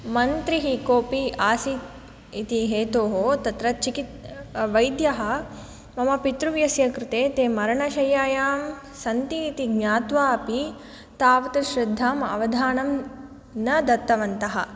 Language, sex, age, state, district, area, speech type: Sanskrit, female, 18-30, Tamil Nadu, Madurai, urban, spontaneous